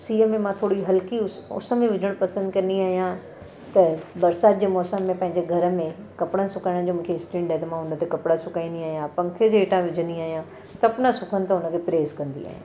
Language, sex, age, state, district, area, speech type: Sindhi, female, 45-60, Gujarat, Surat, urban, spontaneous